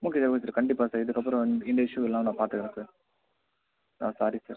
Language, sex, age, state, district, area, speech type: Tamil, male, 18-30, Tamil Nadu, Viluppuram, urban, conversation